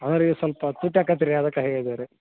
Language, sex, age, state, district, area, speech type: Kannada, male, 45-60, Karnataka, Belgaum, rural, conversation